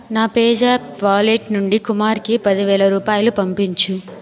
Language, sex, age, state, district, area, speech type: Telugu, female, 30-45, Andhra Pradesh, Chittoor, urban, read